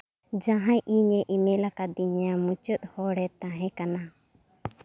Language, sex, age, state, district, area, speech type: Santali, female, 30-45, Jharkhand, Seraikela Kharsawan, rural, read